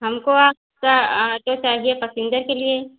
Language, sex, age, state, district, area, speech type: Hindi, female, 45-60, Uttar Pradesh, Ayodhya, rural, conversation